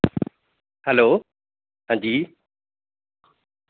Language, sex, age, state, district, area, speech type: Dogri, male, 30-45, Jammu and Kashmir, Reasi, rural, conversation